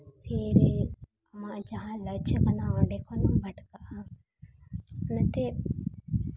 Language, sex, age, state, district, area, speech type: Santali, female, 30-45, Jharkhand, Seraikela Kharsawan, rural, spontaneous